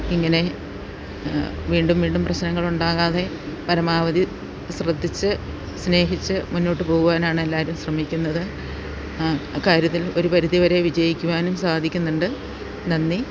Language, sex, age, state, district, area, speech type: Malayalam, female, 60+, Kerala, Idukki, rural, spontaneous